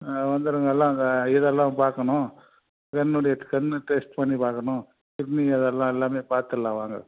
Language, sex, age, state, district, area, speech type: Tamil, male, 45-60, Tamil Nadu, Krishnagiri, rural, conversation